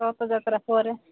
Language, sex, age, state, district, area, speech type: Odia, female, 30-45, Odisha, Nabarangpur, urban, conversation